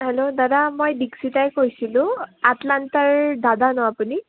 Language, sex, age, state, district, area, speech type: Assamese, female, 18-30, Assam, Udalguri, rural, conversation